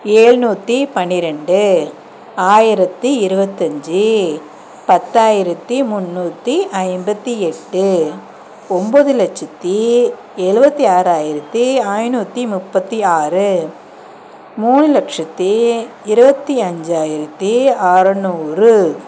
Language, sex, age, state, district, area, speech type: Tamil, female, 45-60, Tamil Nadu, Dharmapuri, urban, spontaneous